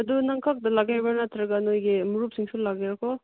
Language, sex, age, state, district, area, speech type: Manipuri, female, 18-30, Manipur, Kangpokpi, rural, conversation